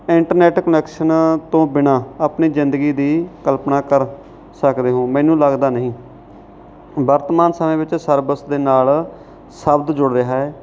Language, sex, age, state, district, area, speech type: Punjabi, male, 45-60, Punjab, Mansa, rural, spontaneous